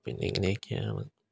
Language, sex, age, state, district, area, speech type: Malayalam, male, 18-30, Kerala, Idukki, rural, spontaneous